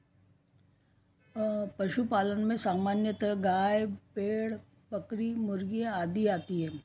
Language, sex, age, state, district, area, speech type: Hindi, female, 60+, Madhya Pradesh, Ujjain, urban, spontaneous